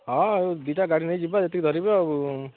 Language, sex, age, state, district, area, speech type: Odia, male, 45-60, Odisha, Kendrapara, urban, conversation